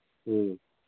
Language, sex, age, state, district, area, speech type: Manipuri, male, 45-60, Manipur, Imphal East, rural, conversation